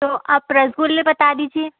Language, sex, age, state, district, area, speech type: Hindi, female, 30-45, Madhya Pradesh, Gwalior, rural, conversation